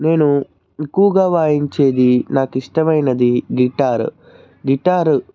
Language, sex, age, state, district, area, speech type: Telugu, male, 45-60, Andhra Pradesh, Krishna, urban, spontaneous